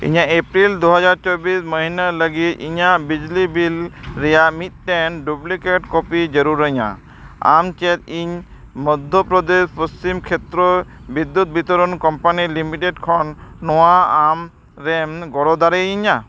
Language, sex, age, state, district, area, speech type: Santali, male, 30-45, West Bengal, Dakshin Dinajpur, rural, read